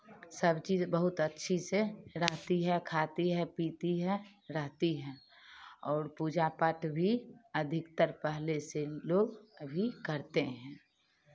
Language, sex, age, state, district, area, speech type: Hindi, female, 45-60, Bihar, Begusarai, rural, spontaneous